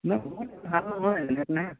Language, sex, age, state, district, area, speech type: Assamese, male, 18-30, Assam, Lakhimpur, rural, conversation